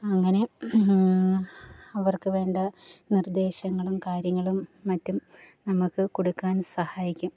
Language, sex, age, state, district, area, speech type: Malayalam, female, 30-45, Kerala, Kollam, rural, spontaneous